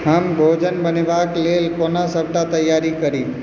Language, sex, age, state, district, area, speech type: Maithili, male, 18-30, Bihar, Supaul, rural, read